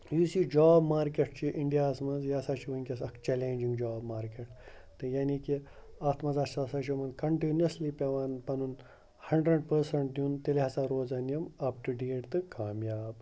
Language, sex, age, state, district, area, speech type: Kashmiri, male, 30-45, Jammu and Kashmir, Ganderbal, rural, spontaneous